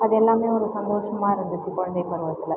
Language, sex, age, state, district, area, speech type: Tamil, female, 30-45, Tamil Nadu, Cuddalore, rural, spontaneous